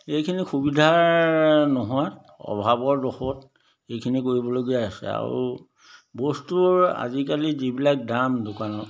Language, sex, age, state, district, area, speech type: Assamese, male, 60+, Assam, Majuli, urban, spontaneous